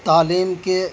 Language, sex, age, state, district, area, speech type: Urdu, male, 18-30, Delhi, Central Delhi, rural, spontaneous